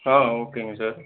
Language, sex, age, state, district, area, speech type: Tamil, male, 45-60, Tamil Nadu, Cuddalore, rural, conversation